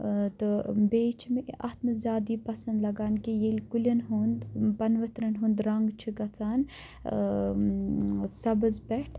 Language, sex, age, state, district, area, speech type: Kashmiri, female, 18-30, Jammu and Kashmir, Baramulla, rural, spontaneous